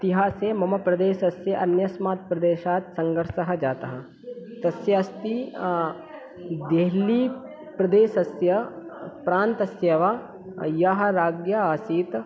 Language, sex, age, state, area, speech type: Sanskrit, male, 18-30, Madhya Pradesh, rural, spontaneous